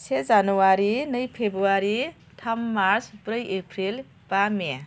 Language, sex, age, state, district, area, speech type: Bodo, female, 45-60, Assam, Chirang, rural, spontaneous